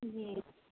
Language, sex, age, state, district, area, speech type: Maithili, female, 45-60, Bihar, Sitamarhi, rural, conversation